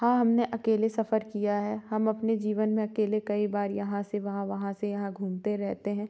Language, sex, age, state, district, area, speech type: Hindi, female, 30-45, Madhya Pradesh, Jabalpur, urban, spontaneous